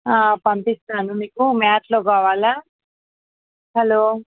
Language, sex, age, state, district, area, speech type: Telugu, female, 18-30, Andhra Pradesh, Visakhapatnam, urban, conversation